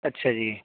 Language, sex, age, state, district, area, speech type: Punjabi, male, 18-30, Punjab, Muktsar, rural, conversation